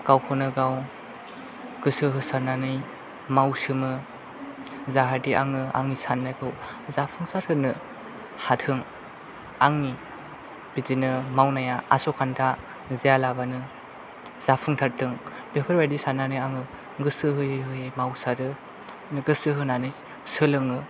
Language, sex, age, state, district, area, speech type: Bodo, male, 18-30, Assam, Chirang, rural, spontaneous